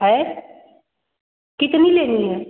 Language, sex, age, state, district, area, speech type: Hindi, female, 30-45, Uttar Pradesh, Mirzapur, rural, conversation